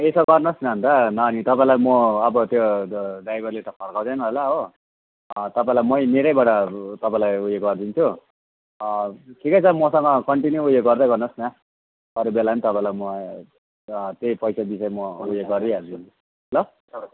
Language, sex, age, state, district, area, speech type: Nepali, male, 30-45, West Bengal, Kalimpong, rural, conversation